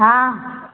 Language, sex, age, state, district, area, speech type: Hindi, female, 45-60, Uttar Pradesh, Mau, urban, conversation